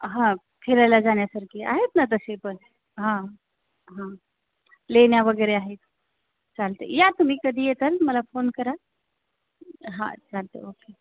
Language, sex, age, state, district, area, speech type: Marathi, female, 30-45, Maharashtra, Osmanabad, rural, conversation